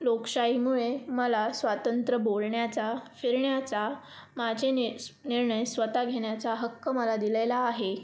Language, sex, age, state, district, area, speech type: Marathi, female, 18-30, Maharashtra, Raigad, rural, spontaneous